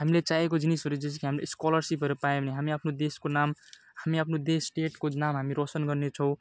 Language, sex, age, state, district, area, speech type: Nepali, male, 18-30, West Bengal, Alipurduar, urban, spontaneous